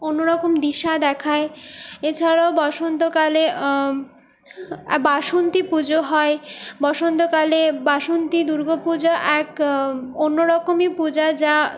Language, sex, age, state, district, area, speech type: Bengali, female, 30-45, West Bengal, Purulia, urban, spontaneous